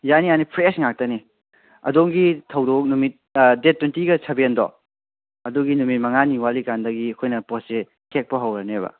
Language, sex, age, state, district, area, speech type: Manipuri, male, 18-30, Manipur, Kangpokpi, urban, conversation